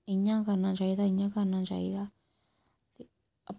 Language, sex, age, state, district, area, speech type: Dogri, female, 30-45, Jammu and Kashmir, Samba, rural, spontaneous